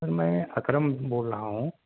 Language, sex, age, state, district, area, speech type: Urdu, male, 60+, Delhi, South Delhi, urban, conversation